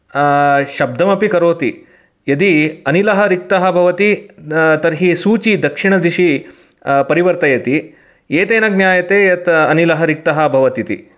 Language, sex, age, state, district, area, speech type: Sanskrit, male, 30-45, Karnataka, Mysore, urban, spontaneous